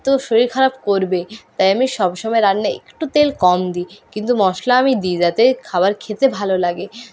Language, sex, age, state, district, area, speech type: Bengali, female, 45-60, West Bengal, Purulia, rural, spontaneous